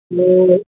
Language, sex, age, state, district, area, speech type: Hindi, male, 30-45, Uttar Pradesh, Ayodhya, rural, conversation